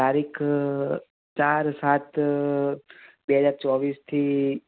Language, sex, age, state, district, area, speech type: Gujarati, male, 18-30, Gujarat, Ahmedabad, urban, conversation